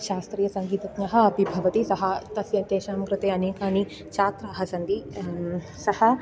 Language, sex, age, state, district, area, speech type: Sanskrit, female, 18-30, Kerala, Kannur, urban, spontaneous